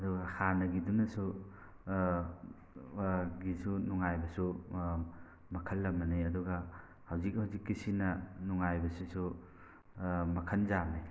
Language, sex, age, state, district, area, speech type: Manipuri, male, 45-60, Manipur, Thoubal, rural, spontaneous